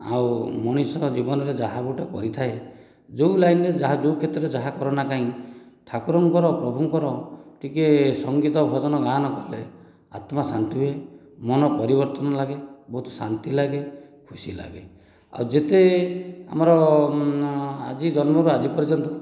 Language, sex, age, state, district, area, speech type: Odia, male, 45-60, Odisha, Dhenkanal, rural, spontaneous